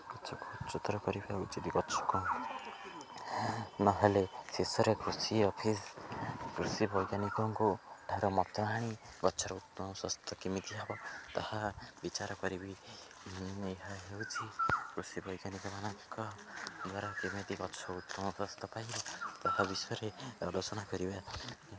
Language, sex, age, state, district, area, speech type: Odia, male, 18-30, Odisha, Jagatsinghpur, rural, spontaneous